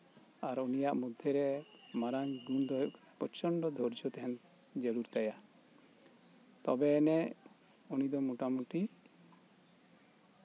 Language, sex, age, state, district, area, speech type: Santali, male, 60+, West Bengal, Birbhum, rural, spontaneous